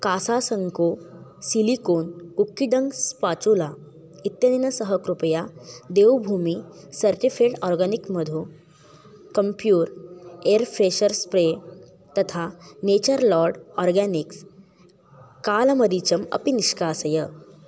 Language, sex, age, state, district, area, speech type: Sanskrit, female, 18-30, Maharashtra, Chandrapur, rural, read